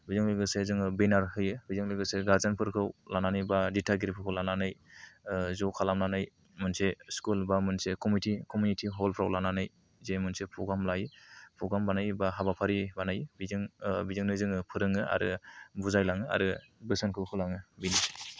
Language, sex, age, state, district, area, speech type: Bodo, male, 18-30, Assam, Kokrajhar, rural, spontaneous